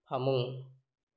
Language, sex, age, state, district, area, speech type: Manipuri, male, 30-45, Manipur, Tengnoupal, rural, read